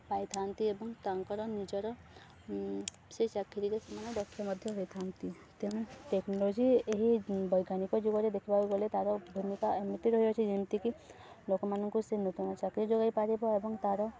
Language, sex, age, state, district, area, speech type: Odia, female, 18-30, Odisha, Subarnapur, urban, spontaneous